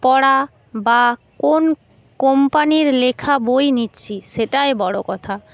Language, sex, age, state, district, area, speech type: Bengali, female, 30-45, West Bengal, Purba Medinipur, rural, spontaneous